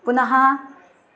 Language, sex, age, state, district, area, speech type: Sanskrit, female, 45-60, Maharashtra, Nagpur, urban, spontaneous